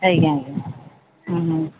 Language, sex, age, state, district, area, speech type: Odia, female, 45-60, Odisha, Sundergarh, urban, conversation